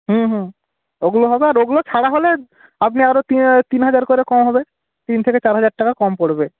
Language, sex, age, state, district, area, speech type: Bengali, male, 18-30, West Bengal, Jalpaiguri, rural, conversation